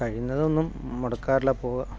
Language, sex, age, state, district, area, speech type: Malayalam, male, 45-60, Kerala, Kasaragod, rural, spontaneous